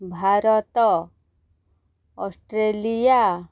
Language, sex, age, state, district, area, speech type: Odia, female, 45-60, Odisha, Kendrapara, urban, spontaneous